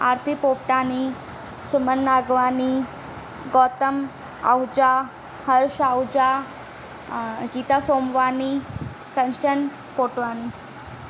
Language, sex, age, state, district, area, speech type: Sindhi, female, 18-30, Madhya Pradesh, Katni, urban, spontaneous